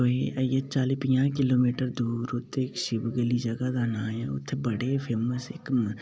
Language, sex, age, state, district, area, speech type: Dogri, male, 18-30, Jammu and Kashmir, Udhampur, rural, spontaneous